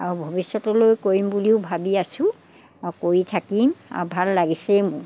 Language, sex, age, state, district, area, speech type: Assamese, female, 60+, Assam, Dibrugarh, rural, spontaneous